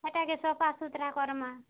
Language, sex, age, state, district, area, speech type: Odia, female, 30-45, Odisha, Kalahandi, rural, conversation